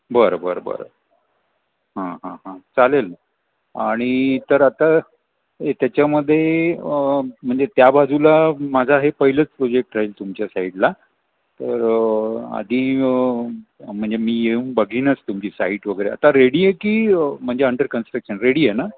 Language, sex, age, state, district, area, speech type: Marathi, male, 60+, Maharashtra, Palghar, urban, conversation